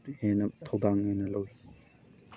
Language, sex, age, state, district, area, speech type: Manipuri, male, 18-30, Manipur, Thoubal, rural, spontaneous